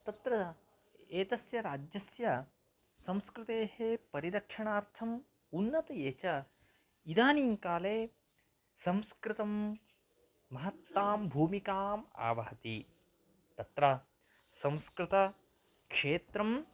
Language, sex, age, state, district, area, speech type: Sanskrit, male, 30-45, Karnataka, Uttara Kannada, rural, spontaneous